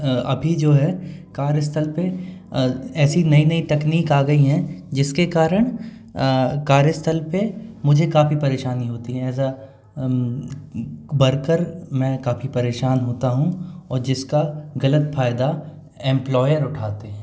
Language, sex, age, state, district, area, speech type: Hindi, male, 18-30, Madhya Pradesh, Bhopal, urban, spontaneous